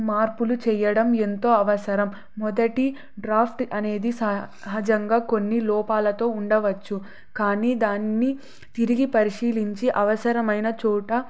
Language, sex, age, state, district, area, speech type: Telugu, female, 18-30, Andhra Pradesh, Sri Satya Sai, urban, spontaneous